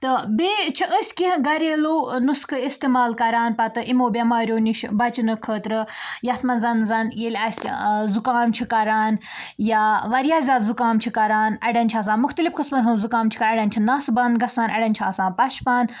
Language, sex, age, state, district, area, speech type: Kashmiri, female, 18-30, Jammu and Kashmir, Budgam, rural, spontaneous